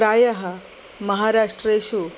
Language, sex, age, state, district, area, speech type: Sanskrit, female, 45-60, Maharashtra, Nagpur, urban, spontaneous